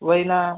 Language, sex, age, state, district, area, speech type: Marathi, other, 18-30, Maharashtra, Buldhana, urban, conversation